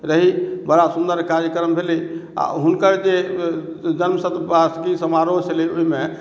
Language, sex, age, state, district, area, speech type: Maithili, male, 45-60, Bihar, Madhubani, urban, spontaneous